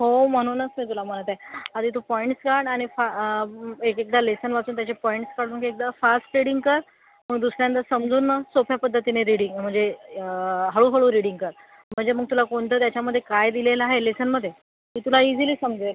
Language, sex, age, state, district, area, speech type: Marathi, female, 60+, Maharashtra, Yavatmal, rural, conversation